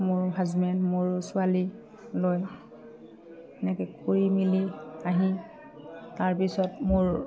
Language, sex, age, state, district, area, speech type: Assamese, female, 45-60, Assam, Udalguri, rural, spontaneous